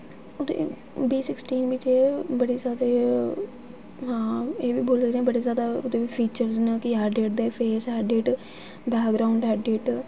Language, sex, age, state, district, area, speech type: Dogri, female, 18-30, Jammu and Kashmir, Jammu, urban, spontaneous